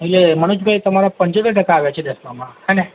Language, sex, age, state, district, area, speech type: Gujarati, male, 18-30, Gujarat, Ahmedabad, urban, conversation